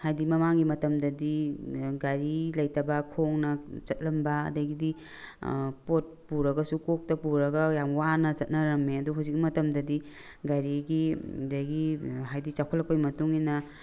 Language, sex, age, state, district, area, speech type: Manipuri, female, 45-60, Manipur, Tengnoupal, rural, spontaneous